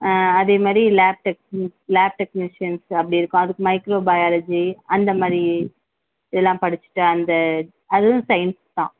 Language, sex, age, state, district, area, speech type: Tamil, female, 30-45, Tamil Nadu, Chengalpattu, urban, conversation